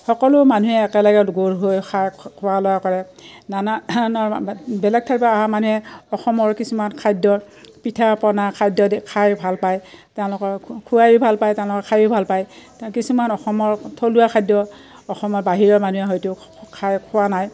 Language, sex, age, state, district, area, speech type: Assamese, female, 60+, Assam, Udalguri, rural, spontaneous